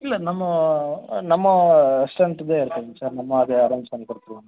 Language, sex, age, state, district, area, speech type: Tamil, male, 18-30, Tamil Nadu, Nilgiris, urban, conversation